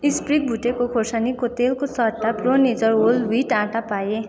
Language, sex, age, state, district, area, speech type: Nepali, female, 18-30, West Bengal, Kalimpong, rural, read